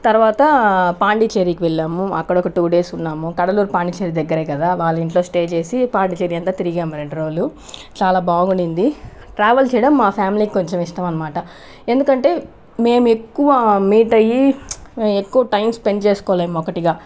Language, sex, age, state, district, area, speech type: Telugu, other, 30-45, Andhra Pradesh, Chittoor, rural, spontaneous